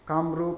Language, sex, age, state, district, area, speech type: Bodo, male, 30-45, Assam, Chirang, urban, spontaneous